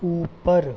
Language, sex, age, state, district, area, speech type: Hindi, male, 18-30, Madhya Pradesh, Jabalpur, urban, read